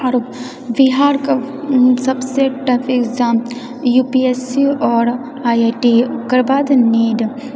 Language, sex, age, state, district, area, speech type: Maithili, female, 18-30, Bihar, Purnia, rural, spontaneous